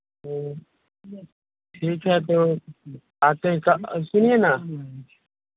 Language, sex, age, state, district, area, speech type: Hindi, male, 18-30, Bihar, Vaishali, rural, conversation